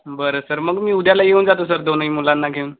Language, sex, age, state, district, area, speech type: Marathi, male, 18-30, Maharashtra, Gadchiroli, rural, conversation